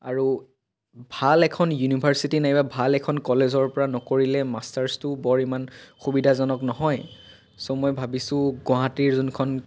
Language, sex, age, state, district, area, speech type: Assamese, male, 18-30, Assam, Biswanath, rural, spontaneous